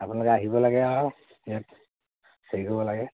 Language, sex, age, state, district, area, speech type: Assamese, male, 18-30, Assam, Dhemaji, rural, conversation